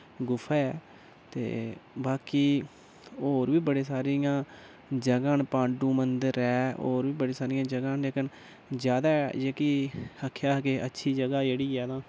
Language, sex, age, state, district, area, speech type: Dogri, male, 18-30, Jammu and Kashmir, Udhampur, rural, spontaneous